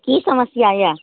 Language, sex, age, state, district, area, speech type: Maithili, female, 30-45, Bihar, Araria, rural, conversation